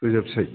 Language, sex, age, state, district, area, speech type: Bodo, male, 30-45, Assam, Kokrajhar, rural, conversation